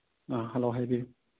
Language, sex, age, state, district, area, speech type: Manipuri, male, 30-45, Manipur, Churachandpur, rural, conversation